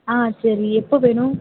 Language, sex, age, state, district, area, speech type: Tamil, female, 18-30, Tamil Nadu, Mayiladuthurai, rural, conversation